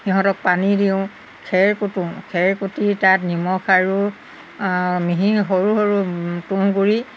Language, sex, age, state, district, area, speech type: Assamese, female, 60+, Assam, Golaghat, urban, spontaneous